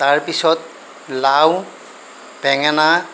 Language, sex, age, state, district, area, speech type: Assamese, male, 60+, Assam, Darrang, rural, spontaneous